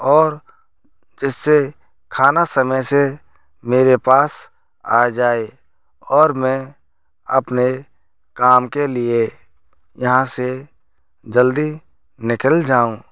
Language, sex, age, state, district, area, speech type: Hindi, male, 30-45, Rajasthan, Bharatpur, rural, spontaneous